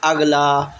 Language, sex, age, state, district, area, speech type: Urdu, male, 30-45, Delhi, South Delhi, urban, read